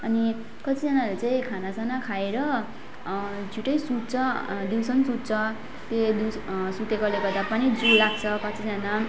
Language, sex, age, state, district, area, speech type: Nepali, female, 18-30, West Bengal, Darjeeling, rural, spontaneous